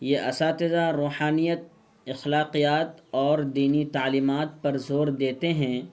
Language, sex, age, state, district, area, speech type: Urdu, male, 30-45, Bihar, Purnia, rural, spontaneous